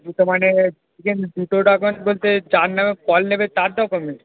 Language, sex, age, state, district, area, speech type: Bengali, male, 18-30, West Bengal, Darjeeling, rural, conversation